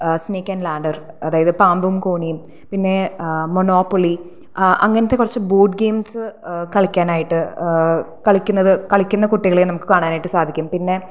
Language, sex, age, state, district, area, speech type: Malayalam, female, 18-30, Kerala, Thrissur, rural, spontaneous